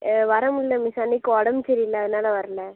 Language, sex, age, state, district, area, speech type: Tamil, female, 18-30, Tamil Nadu, Thoothukudi, urban, conversation